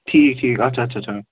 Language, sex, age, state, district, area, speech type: Kashmiri, male, 18-30, Jammu and Kashmir, Baramulla, rural, conversation